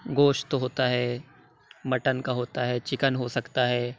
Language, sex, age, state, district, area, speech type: Urdu, male, 30-45, Uttar Pradesh, Lucknow, rural, spontaneous